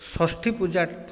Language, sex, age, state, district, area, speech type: Odia, male, 30-45, Odisha, Kendrapara, urban, spontaneous